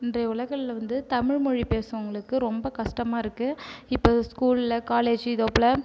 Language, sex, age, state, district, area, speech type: Tamil, female, 30-45, Tamil Nadu, Cuddalore, rural, spontaneous